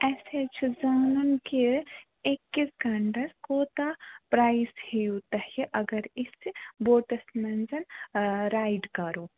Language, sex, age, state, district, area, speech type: Kashmiri, female, 30-45, Jammu and Kashmir, Baramulla, rural, conversation